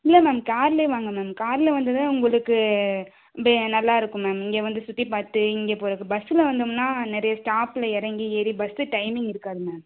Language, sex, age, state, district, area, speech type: Tamil, female, 18-30, Tamil Nadu, Sivaganga, rural, conversation